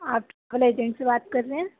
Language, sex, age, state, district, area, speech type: Urdu, female, 45-60, Uttar Pradesh, Aligarh, rural, conversation